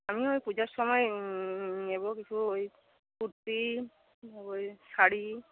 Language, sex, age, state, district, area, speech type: Bengali, female, 45-60, West Bengal, Bankura, rural, conversation